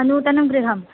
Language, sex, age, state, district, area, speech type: Sanskrit, female, 18-30, Kerala, Malappuram, rural, conversation